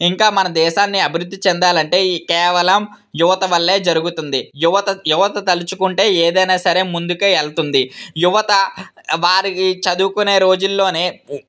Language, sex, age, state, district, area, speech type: Telugu, male, 18-30, Andhra Pradesh, Vizianagaram, urban, spontaneous